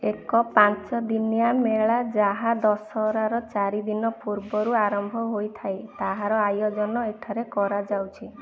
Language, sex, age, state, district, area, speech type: Odia, female, 18-30, Odisha, Ganjam, urban, read